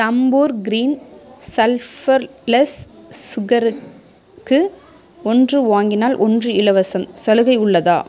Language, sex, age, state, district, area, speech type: Tamil, female, 30-45, Tamil Nadu, Tiruvarur, urban, read